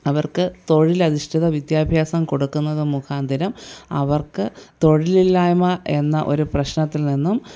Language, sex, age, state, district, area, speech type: Malayalam, female, 45-60, Kerala, Thiruvananthapuram, urban, spontaneous